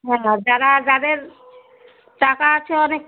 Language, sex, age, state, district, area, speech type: Bengali, female, 45-60, West Bengal, Darjeeling, urban, conversation